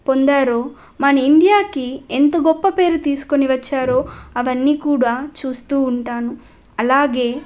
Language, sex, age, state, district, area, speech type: Telugu, female, 18-30, Andhra Pradesh, Nellore, rural, spontaneous